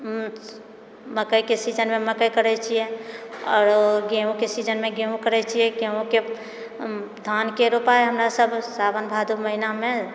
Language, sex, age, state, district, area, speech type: Maithili, female, 60+, Bihar, Purnia, rural, spontaneous